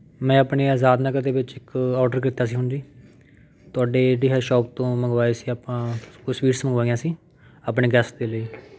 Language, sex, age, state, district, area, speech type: Punjabi, male, 30-45, Punjab, Patiala, urban, spontaneous